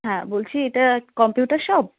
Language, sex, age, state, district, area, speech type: Bengali, female, 30-45, West Bengal, Darjeeling, urban, conversation